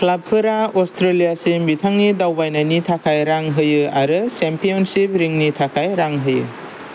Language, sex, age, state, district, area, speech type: Bodo, male, 18-30, Assam, Kokrajhar, urban, read